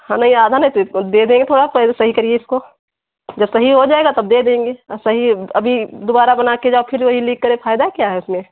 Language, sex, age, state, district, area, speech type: Hindi, female, 45-60, Uttar Pradesh, Hardoi, rural, conversation